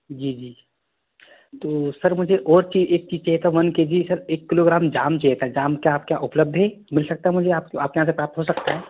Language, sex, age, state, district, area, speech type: Hindi, male, 18-30, Madhya Pradesh, Betul, rural, conversation